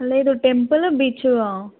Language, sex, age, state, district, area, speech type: Telugu, female, 18-30, Telangana, Mahbubnagar, urban, conversation